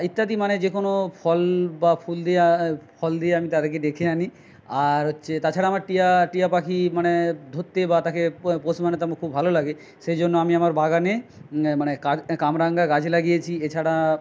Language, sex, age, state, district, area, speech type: Bengali, male, 60+, West Bengal, Jhargram, rural, spontaneous